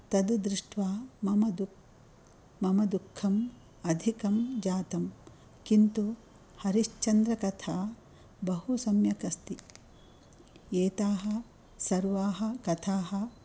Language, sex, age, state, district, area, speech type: Sanskrit, female, 60+, Karnataka, Dakshina Kannada, urban, spontaneous